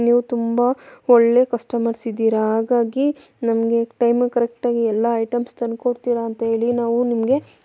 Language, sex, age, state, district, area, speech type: Kannada, female, 30-45, Karnataka, Mandya, rural, spontaneous